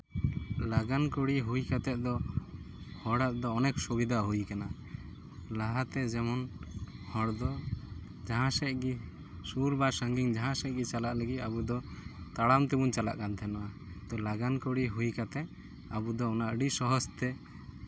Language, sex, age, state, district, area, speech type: Santali, male, 18-30, West Bengal, Uttar Dinajpur, rural, spontaneous